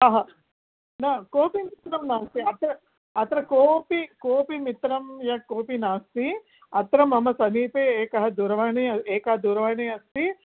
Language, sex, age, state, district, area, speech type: Sanskrit, female, 45-60, Andhra Pradesh, Krishna, urban, conversation